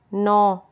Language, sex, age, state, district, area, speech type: Hindi, female, 45-60, Rajasthan, Jaipur, urban, read